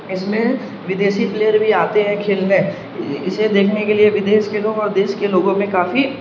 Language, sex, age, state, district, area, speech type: Urdu, male, 18-30, Bihar, Darbhanga, urban, spontaneous